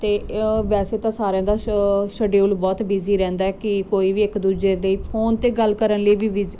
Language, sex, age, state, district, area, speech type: Punjabi, female, 18-30, Punjab, Muktsar, urban, spontaneous